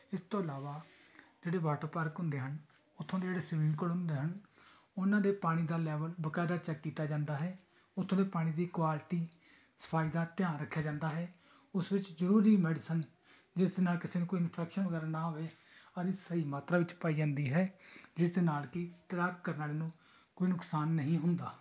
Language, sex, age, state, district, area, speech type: Punjabi, male, 30-45, Punjab, Tarn Taran, urban, spontaneous